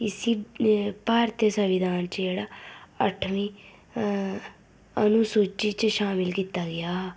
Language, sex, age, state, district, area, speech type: Dogri, female, 18-30, Jammu and Kashmir, Udhampur, rural, spontaneous